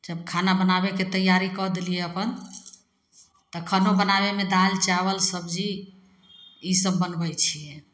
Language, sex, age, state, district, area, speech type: Maithili, female, 45-60, Bihar, Samastipur, rural, spontaneous